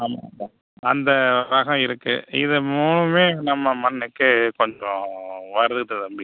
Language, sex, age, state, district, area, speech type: Tamil, male, 45-60, Tamil Nadu, Pudukkottai, rural, conversation